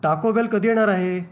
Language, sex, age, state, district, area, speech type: Marathi, male, 30-45, Maharashtra, Raigad, rural, read